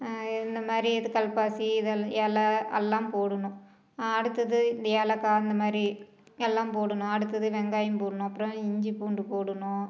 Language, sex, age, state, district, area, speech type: Tamil, female, 45-60, Tamil Nadu, Salem, rural, spontaneous